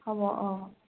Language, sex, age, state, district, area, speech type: Assamese, female, 45-60, Assam, Dibrugarh, rural, conversation